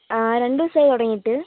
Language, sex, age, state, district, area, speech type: Malayalam, female, 18-30, Kerala, Wayanad, rural, conversation